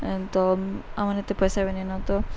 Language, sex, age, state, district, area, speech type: Odia, female, 18-30, Odisha, Subarnapur, urban, spontaneous